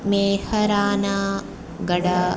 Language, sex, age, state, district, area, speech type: Sanskrit, female, 18-30, Kerala, Thrissur, urban, spontaneous